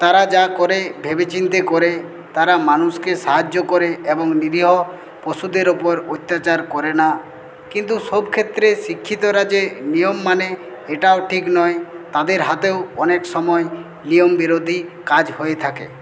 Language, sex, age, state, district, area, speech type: Bengali, male, 60+, West Bengal, Purulia, rural, spontaneous